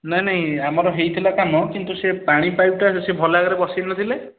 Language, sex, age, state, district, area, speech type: Odia, male, 30-45, Odisha, Puri, urban, conversation